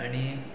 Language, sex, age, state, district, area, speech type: Goan Konkani, male, 30-45, Goa, Pernem, rural, spontaneous